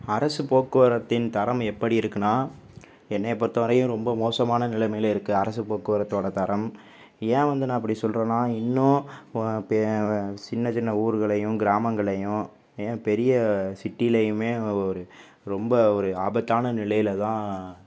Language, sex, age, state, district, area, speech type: Tamil, male, 30-45, Tamil Nadu, Pudukkottai, rural, spontaneous